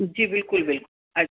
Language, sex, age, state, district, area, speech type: Sindhi, female, 45-60, Uttar Pradesh, Lucknow, urban, conversation